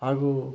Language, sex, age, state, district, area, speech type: Kannada, male, 60+, Karnataka, Chitradurga, rural, spontaneous